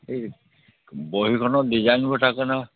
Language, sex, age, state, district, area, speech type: Assamese, male, 45-60, Assam, Sivasagar, rural, conversation